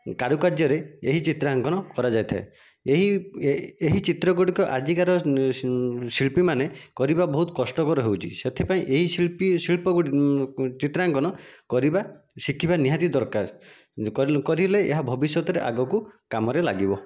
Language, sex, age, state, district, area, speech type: Odia, male, 30-45, Odisha, Nayagarh, rural, spontaneous